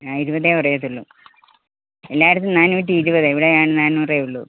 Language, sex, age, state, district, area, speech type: Malayalam, female, 45-60, Kerala, Pathanamthitta, rural, conversation